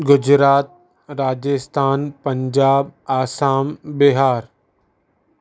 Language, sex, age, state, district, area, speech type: Sindhi, male, 30-45, Maharashtra, Thane, urban, spontaneous